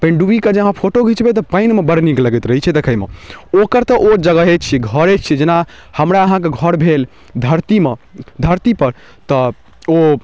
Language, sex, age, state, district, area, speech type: Maithili, male, 18-30, Bihar, Darbhanga, rural, spontaneous